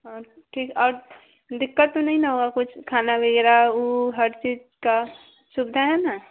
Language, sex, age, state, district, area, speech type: Hindi, female, 18-30, Bihar, Vaishali, rural, conversation